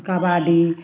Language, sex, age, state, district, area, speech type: Bengali, female, 45-60, West Bengal, Uttar Dinajpur, urban, spontaneous